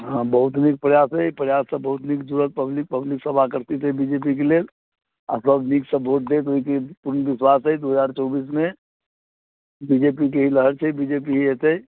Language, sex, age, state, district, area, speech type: Maithili, male, 45-60, Bihar, Muzaffarpur, rural, conversation